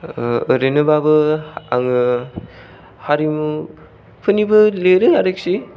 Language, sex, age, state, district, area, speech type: Bodo, male, 18-30, Assam, Kokrajhar, rural, spontaneous